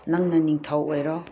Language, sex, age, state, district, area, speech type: Manipuri, female, 60+, Manipur, Ukhrul, rural, spontaneous